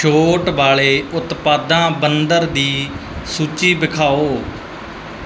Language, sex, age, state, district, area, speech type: Punjabi, male, 18-30, Punjab, Mansa, urban, read